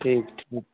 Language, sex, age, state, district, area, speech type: Maithili, male, 18-30, Bihar, Muzaffarpur, rural, conversation